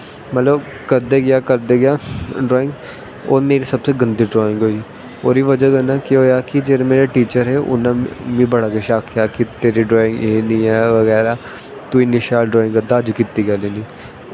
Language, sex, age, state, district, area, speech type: Dogri, male, 18-30, Jammu and Kashmir, Jammu, rural, spontaneous